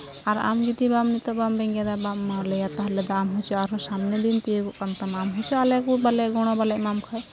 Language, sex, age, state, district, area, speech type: Santali, female, 18-30, West Bengal, Malda, rural, spontaneous